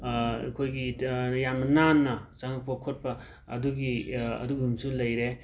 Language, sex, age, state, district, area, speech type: Manipuri, male, 18-30, Manipur, Imphal West, rural, spontaneous